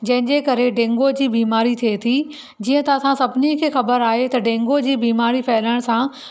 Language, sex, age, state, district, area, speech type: Sindhi, female, 45-60, Maharashtra, Thane, urban, spontaneous